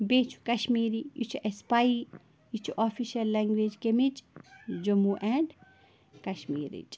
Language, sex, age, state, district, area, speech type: Kashmiri, female, 18-30, Jammu and Kashmir, Bandipora, rural, spontaneous